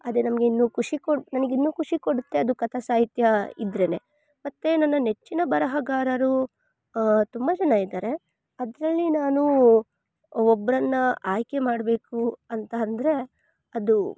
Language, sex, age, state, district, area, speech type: Kannada, female, 18-30, Karnataka, Chikkamagaluru, rural, spontaneous